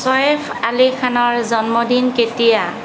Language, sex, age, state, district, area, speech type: Assamese, female, 45-60, Assam, Kamrup Metropolitan, urban, read